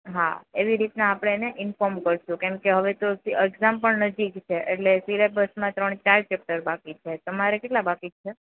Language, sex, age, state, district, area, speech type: Gujarati, female, 18-30, Gujarat, Junagadh, rural, conversation